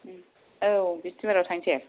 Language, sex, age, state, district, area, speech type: Bodo, female, 30-45, Assam, Kokrajhar, rural, conversation